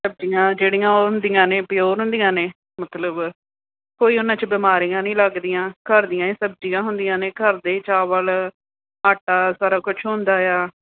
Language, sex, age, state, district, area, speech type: Punjabi, female, 45-60, Punjab, Gurdaspur, urban, conversation